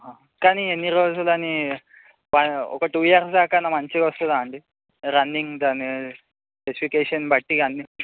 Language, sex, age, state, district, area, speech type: Telugu, male, 18-30, Telangana, Medchal, urban, conversation